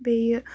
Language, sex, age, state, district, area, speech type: Kashmiri, female, 18-30, Jammu and Kashmir, Ganderbal, rural, spontaneous